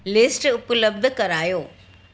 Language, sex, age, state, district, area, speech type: Sindhi, female, 60+, Delhi, South Delhi, urban, read